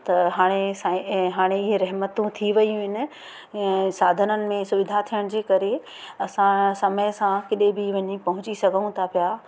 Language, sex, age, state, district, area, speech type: Sindhi, female, 45-60, Madhya Pradesh, Katni, urban, spontaneous